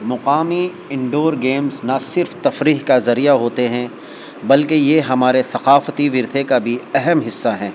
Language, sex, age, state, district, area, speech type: Urdu, male, 45-60, Delhi, North East Delhi, urban, spontaneous